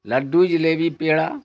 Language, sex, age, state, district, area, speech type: Urdu, male, 60+, Bihar, Khagaria, rural, spontaneous